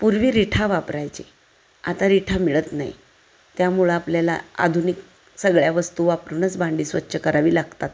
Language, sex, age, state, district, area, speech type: Marathi, female, 45-60, Maharashtra, Satara, rural, spontaneous